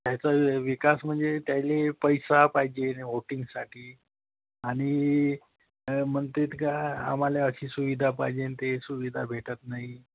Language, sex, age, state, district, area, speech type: Marathi, male, 30-45, Maharashtra, Nagpur, rural, conversation